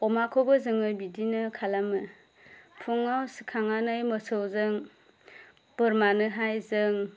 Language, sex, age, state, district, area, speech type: Bodo, female, 30-45, Assam, Chirang, rural, spontaneous